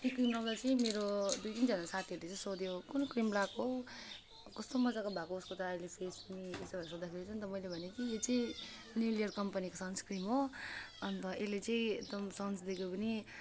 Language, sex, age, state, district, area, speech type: Nepali, female, 18-30, West Bengal, Alipurduar, urban, spontaneous